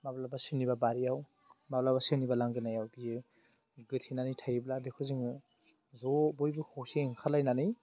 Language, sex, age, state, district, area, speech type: Bodo, male, 18-30, Assam, Baksa, rural, spontaneous